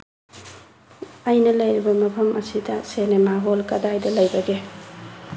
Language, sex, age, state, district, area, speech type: Manipuri, female, 45-60, Manipur, Churachandpur, rural, read